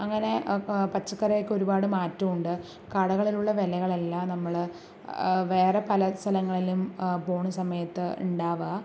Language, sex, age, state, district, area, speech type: Malayalam, female, 18-30, Kerala, Palakkad, rural, spontaneous